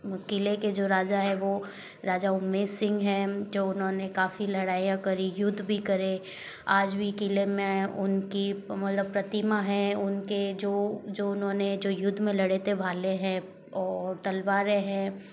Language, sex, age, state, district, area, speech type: Hindi, female, 30-45, Rajasthan, Jodhpur, urban, spontaneous